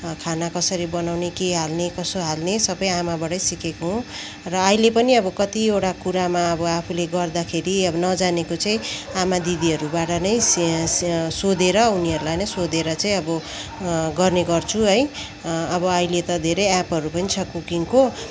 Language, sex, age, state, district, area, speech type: Nepali, female, 30-45, West Bengal, Kalimpong, rural, spontaneous